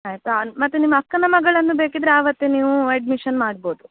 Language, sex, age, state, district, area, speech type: Kannada, female, 18-30, Karnataka, Shimoga, rural, conversation